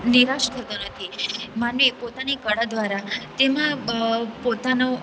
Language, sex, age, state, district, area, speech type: Gujarati, female, 18-30, Gujarat, Valsad, urban, spontaneous